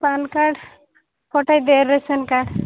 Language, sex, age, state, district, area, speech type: Odia, female, 18-30, Odisha, Nabarangpur, urban, conversation